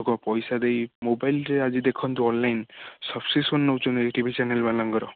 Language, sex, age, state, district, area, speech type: Odia, male, 18-30, Odisha, Jagatsinghpur, rural, conversation